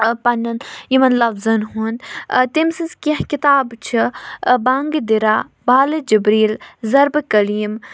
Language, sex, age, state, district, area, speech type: Kashmiri, female, 18-30, Jammu and Kashmir, Kulgam, urban, spontaneous